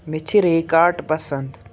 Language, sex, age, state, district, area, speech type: Kashmiri, male, 18-30, Jammu and Kashmir, Pulwama, urban, read